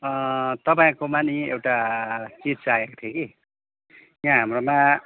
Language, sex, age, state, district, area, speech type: Nepali, male, 30-45, West Bengal, Kalimpong, rural, conversation